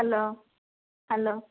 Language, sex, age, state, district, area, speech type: Odia, female, 45-60, Odisha, Gajapati, rural, conversation